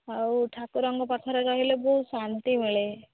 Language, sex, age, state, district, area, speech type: Odia, female, 18-30, Odisha, Nayagarh, rural, conversation